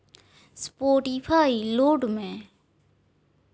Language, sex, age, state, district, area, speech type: Santali, female, 18-30, West Bengal, Bankura, rural, read